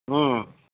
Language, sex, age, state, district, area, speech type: Sanskrit, male, 45-60, Karnataka, Vijayapura, urban, conversation